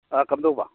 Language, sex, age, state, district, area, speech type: Manipuri, male, 45-60, Manipur, Imphal East, rural, conversation